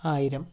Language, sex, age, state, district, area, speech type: Malayalam, male, 18-30, Kerala, Wayanad, rural, spontaneous